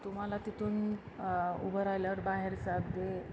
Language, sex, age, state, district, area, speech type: Marathi, female, 45-60, Maharashtra, Osmanabad, rural, spontaneous